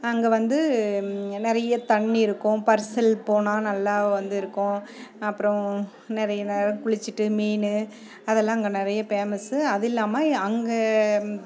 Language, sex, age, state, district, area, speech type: Tamil, female, 45-60, Tamil Nadu, Dharmapuri, rural, spontaneous